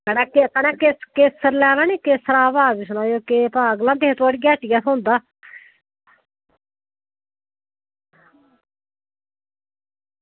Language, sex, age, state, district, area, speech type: Dogri, female, 60+, Jammu and Kashmir, Udhampur, rural, conversation